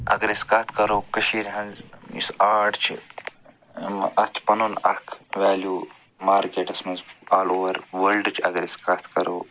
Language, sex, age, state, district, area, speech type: Kashmiri, male, 45-60, Jammu and Kashmir, Budgam, urban, spontaneous